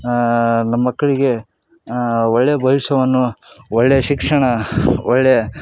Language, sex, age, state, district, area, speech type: Kannada, male, 30-45, Karnataka, Koppal, rural, spontaneous